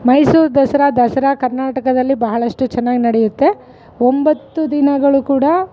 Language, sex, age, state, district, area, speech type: Kannada, female, 45-60, Karnataka, Bellary, rural, spontaneous